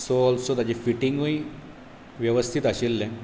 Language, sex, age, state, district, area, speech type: Goan Konkani, male, 45-60, Goa, Bardez, rural, spontaneous